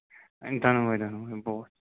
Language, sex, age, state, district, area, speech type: Kashmiri, male, 18-30, Jammu and Kashmir, Shopian, rural, conversation